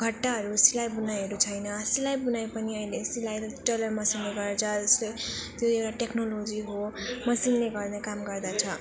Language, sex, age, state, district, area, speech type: Nepali, female, 18-30, West Bengal, Jalpaiguri, rural, spontaneous